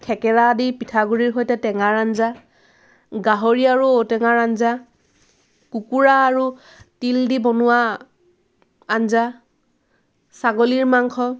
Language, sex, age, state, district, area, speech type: Assamese, female, 18-30, Assam, Dhemaji, rural, spontaneous